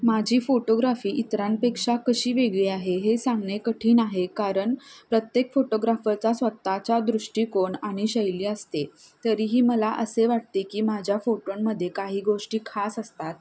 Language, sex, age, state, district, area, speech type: Marathi, female, 18-30, Maharashtra, Kolhapur, urban, spontaneous